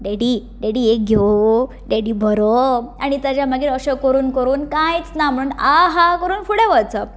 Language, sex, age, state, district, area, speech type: Goan Konkani, female, 30-45, Goa, Ponda, rural, spontaneous